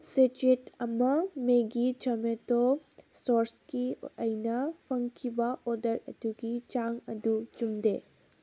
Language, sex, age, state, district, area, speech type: Manipuri, female, 18-30, Manipur, Kakching, rural, read